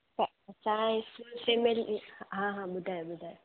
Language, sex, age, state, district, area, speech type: Sindhi, female, 18-30, Gujarat, Junagadh, rural, conversation